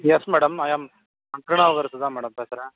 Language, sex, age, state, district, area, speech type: Tamil, male, 18-30, Tamil Nadu, Ranipet, urban, conversation